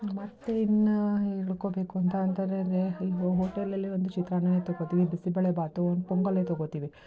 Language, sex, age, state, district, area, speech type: Kannada, female, 30-45, Karnataka, Mysore, rural, spontaneous